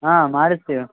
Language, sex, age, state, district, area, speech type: Kannada, male, 18-30, Karnataka, Shimoga, rural, conversation